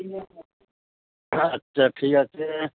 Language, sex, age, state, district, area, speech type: Bengali, male, 60+, West Bengal, Hooghly, rural, conversation